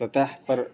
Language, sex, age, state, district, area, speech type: Urdu, male, 18-30, Delhi, North East Delhi, urban, spontaneous